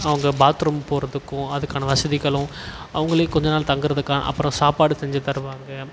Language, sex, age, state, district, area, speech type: Tamil, male, 18-30, Tamil Nadu, Tiruvannamalai, urban, spontaneous